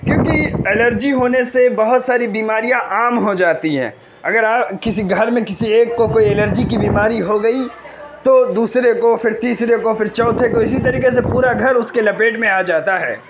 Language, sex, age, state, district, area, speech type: Urdu, male, 18-30, Uttar Pradesh, Gautam Buddha Nagar, urban, spontaneous